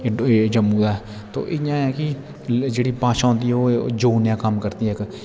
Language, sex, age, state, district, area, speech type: Dogri, male, 30-45, Jammu and Kashmir, Jammu, rural, spontaneous